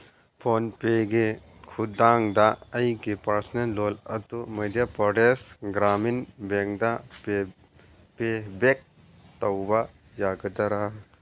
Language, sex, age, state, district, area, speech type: Manipuri, male, 45-60, Manipur, Churachandpur, rural, read